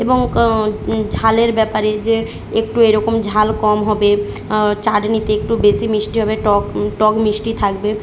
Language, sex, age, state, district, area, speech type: Bengali, female, 18-30, West Bengal, Jhargram, rural, spontaneous